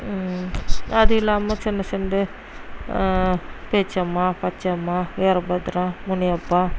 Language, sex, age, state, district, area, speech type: Tamil, female, 30-45, Tamil Nadu, Dharmapuri, rural, spontaneous